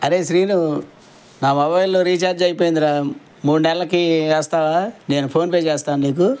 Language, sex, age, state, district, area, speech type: Telugu, male, 60+, Andhra Pradesh, Krishna, rural, spontaneous